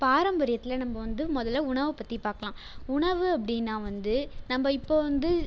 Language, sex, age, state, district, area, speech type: Tamil, female, 18-30, Tamil Nadu, Tiruchirappalli, rural, spontaneous